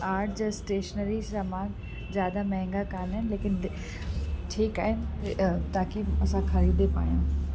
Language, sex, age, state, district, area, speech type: Sindhi, female, 30-45, Uttar Pradesh, Lucknow, urban, spontaneous